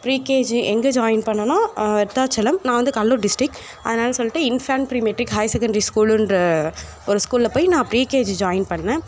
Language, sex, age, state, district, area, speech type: Tamil, female, 18-30, Tamil Nadu, Perambalur, urban, spontaneous